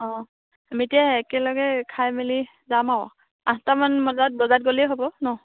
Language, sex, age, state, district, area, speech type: Assamese, female, 30-45, Assam, Dhemaji, rural, conversation